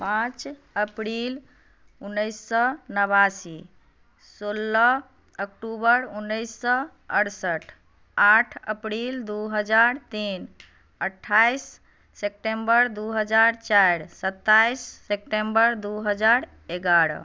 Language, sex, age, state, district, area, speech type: Maithili, female, 30-45, Bihar, Madhubani, rural, spontaneous